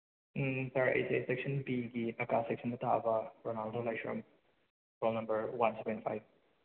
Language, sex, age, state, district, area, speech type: Manipuri, male, 30-45, Manipur, Imphal West, urban, conversation